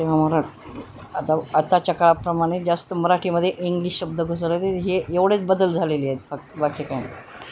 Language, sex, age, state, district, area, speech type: Marathi, female, 45-60, Maharashtra, Nanded, rural, spontaneous